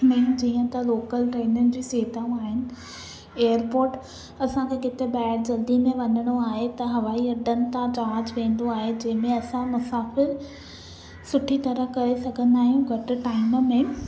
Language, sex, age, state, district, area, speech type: Sindhi, female, 18-30, Maharashtra, Thane, urban, spontaneous